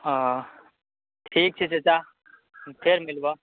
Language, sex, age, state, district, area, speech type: Maithili, male, 18-30, Bihar, Saharsa, urban, conversation